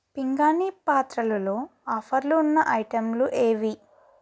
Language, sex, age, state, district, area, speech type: Telugu, female, 18-30, Telangana, Nalgonda, urban, read